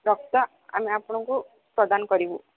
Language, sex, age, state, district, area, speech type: Odia, female, 18-30, Odisha, Sambalpur, rural, conversation